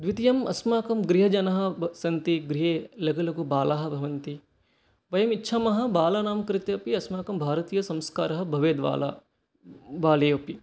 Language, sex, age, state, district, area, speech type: Sanskrit, male, 18-30, West Bengal, Alipurduar, rural, spontaneous